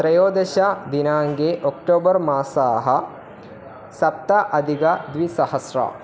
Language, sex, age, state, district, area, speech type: Sanskrit, male, 18-30, Kerala, Thiruvananthapuram, rural, spontaneous